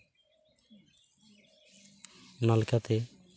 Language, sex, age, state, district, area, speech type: Santali, male, 18-30, West Bengal, Purulia, rural, spontaneous